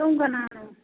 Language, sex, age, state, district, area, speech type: Manipuri, female, 45-60, Manipur, Churachandpur, urban, conversation